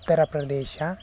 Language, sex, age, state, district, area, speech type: Kannada, male, 18-30, Karnataka, Chikkaballapur, rural, spontaneous